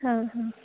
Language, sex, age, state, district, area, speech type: Sanskrit, female, 18-30, Karnataka, Dakshina Kannada, urban, conversation